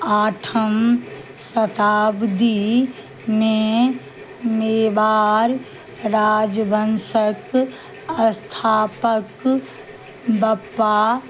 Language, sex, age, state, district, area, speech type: Maithili, female, 60+, Bihar, Madhubani, rural, read